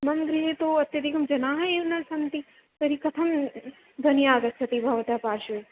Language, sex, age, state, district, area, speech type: Sanskrit, female, 18-30, Rajasthan, Jaipur, urban, conversation